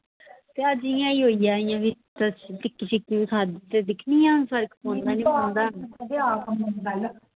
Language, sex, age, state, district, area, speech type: Dogri, female, 18-30, Jammu and Kashmir, Jammu, rural, conversation